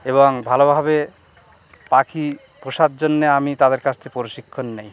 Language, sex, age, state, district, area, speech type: Bengali, male, 60+, West Bengal, North 24 Parganas, rural, spontaneous